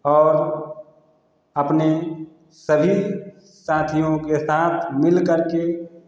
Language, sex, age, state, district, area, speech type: Hindi, male, 45-60, Uttar Pradesh, Lucknow, rural, spontaneous